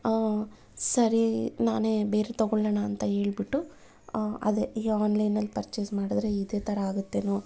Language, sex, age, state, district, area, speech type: Kannada, female, 30-45, Karnataka, Bangalore Urban, urban, spontaneous